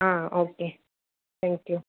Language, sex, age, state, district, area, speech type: Tamil, female, 30-45, Tamil Nadu, Mayiladuthurai, urban, conversation